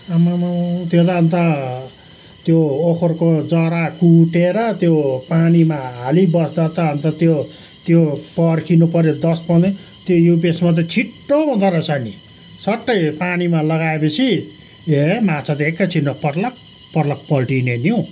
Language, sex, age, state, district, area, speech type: Nepali, male, 60+, West Bengal, Kalimpong, rural, spontaneous